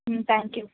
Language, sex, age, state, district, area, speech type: Tamil, female, 18-30, Tamil Nadu, Krishnagiri, rural, conversation